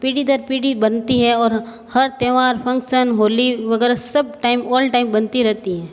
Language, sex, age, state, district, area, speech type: Hindi, female, 60+, Rajasthan, Jodhpur, urban, spontaneous